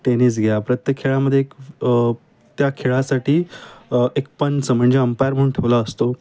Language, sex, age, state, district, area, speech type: Marathi, male, 30-45, Maharashtra, Mumbai Suburban, urban, spontaneous